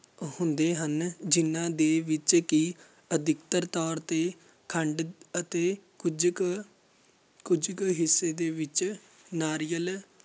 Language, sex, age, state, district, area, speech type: Punjabi, male, 18-30, Punjab, Fatehgarh Sahib, rural, spontaneous